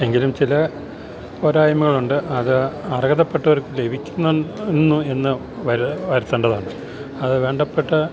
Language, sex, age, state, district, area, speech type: Malayalam, male, 60+, Kerala, Idukki, rural, spontaneous